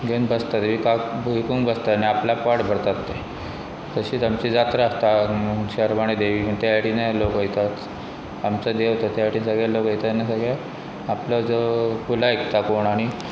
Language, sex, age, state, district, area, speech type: Goan Konkani, male, 45-60, Goa, Pernem, rural, spontaneous